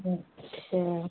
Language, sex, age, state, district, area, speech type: Hindi, female, 30-45, Uttar Pradesh, Prayagraj, rural, conversation